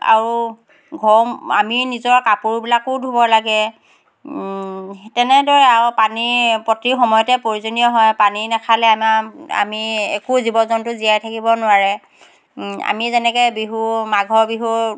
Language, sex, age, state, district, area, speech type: Assamese, female, 60+, Assam, Dhemaji, rural, spontaneous